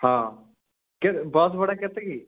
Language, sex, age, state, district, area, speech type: Odia, male, 30-45, Odisha, Ganjam, urban, conversation